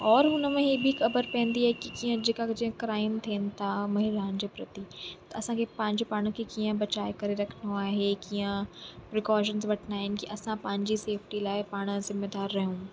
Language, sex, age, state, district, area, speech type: Sindhi, female, 18-30, Uttar Pradesh, Lucknow, rural, spontaneous